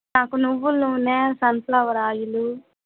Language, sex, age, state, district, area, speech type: Telugu, female, 18-30, Andhra Pradesh, Guntur, rural, conversation